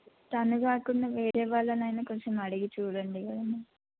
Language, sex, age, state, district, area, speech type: Telugu, female, 18-30, Telangana, Mahabubabad, rural, conversation